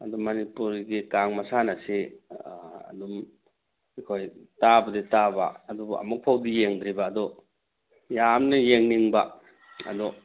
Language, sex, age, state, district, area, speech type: Manipuri, male, 60+, Manipur, Churachandpur, urban, conversation